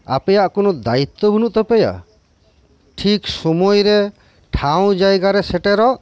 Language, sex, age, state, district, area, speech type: Santali, male, 45-60, West Bengal, Birbhum, rural, spontaneous